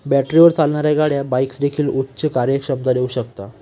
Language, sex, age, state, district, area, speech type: Marathi, male, 18-30, Maharashtra, Nashik, urban, spontaneous